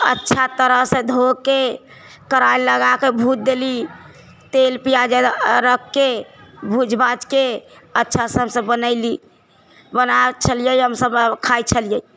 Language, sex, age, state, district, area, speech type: Maithili, female, 45-60, Bihar, Sitamarhi, urban, spontaneous